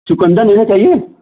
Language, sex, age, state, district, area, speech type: Hindi, male, 45-60, Uttar Pradesh, Chandauli, urban, conversation